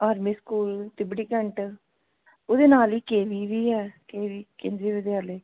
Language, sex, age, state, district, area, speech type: Punjabi, female, 45-60, Punjab, Gurdaspur, urban, conversation